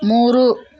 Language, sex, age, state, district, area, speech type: Kannada, female, 60+, Karnataka, Bidar, urban, read